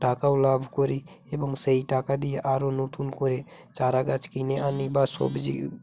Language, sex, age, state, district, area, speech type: Bengali, male, 18-30, West Bengal, Hooghly, urban, spontaneous